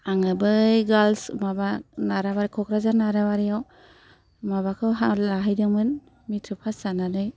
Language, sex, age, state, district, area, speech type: Bodo, female, 60+, Assam, Kokrajhar, urban, spontaneous